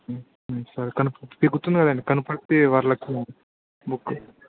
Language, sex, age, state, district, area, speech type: Telugu, male, 18-30, Andhra Pradesh, Anakapalli, rural, conversation